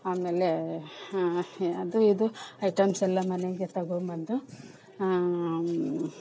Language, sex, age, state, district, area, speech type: Kannada, female, 45-60, Karnataka, Kolar, rural, spontaneous